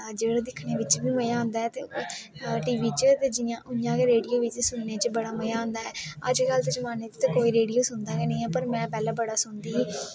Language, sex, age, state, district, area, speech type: Dogri, female, 18-30, Jammu and Kashmir, Kathua, rural, spontaneous